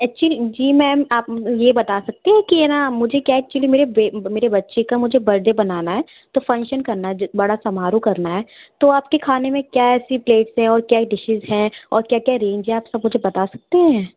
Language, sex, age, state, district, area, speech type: Hindi, female, 18-30, Madhya Pradesh, Gwalior, urban, conversation